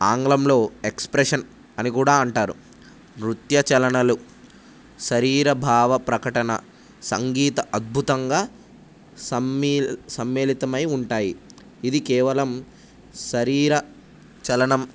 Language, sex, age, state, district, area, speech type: Telugu, male, 18-30, Telangana, Jayashankar, urban, spontaneous